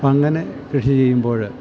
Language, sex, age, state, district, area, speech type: Malayalam, male, 60+, Kerala, Idukki, rural, spontaneous